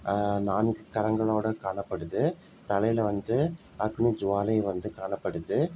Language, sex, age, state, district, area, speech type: Tamil, male, 30-45, Tamil Nadu, Salem, urban, spontaneous